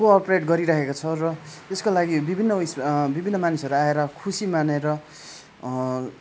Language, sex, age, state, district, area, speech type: Nepali, male, 18-30, West Bengal, Darjeeling, rural, spontaneous